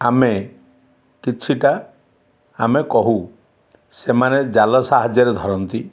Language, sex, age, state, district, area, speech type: Odia, male, 60+, Odisha, Ganjam, urban, spontaneous